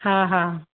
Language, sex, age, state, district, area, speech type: Sindhi, female, 30-45, Gujarat, Surat, urban, conversation